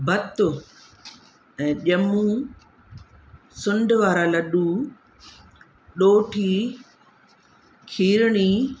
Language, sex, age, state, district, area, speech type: Sindhi, female, 45-60, Uttar Pradesh, Lucknow, urban, spontaneous